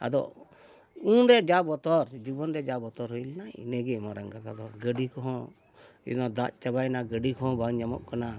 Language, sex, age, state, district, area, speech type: Santali, male, 60+, West Bengal, Dakshin Dinajpur, rural, spontaneous